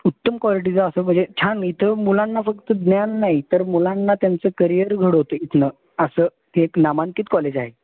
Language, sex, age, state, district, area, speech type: Marathi, male, 18-30, Maharashtra, Sangli, urban, conversation